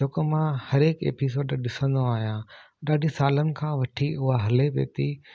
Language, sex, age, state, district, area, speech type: Sindhi, male, 45-60, Gujarat, Junagadh, urban, spontaneous